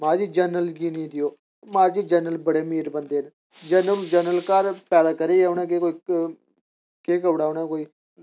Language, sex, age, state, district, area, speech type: Dogri, male, 30-45, Jammu and Kashmir, Udhampur, urban, spontaneous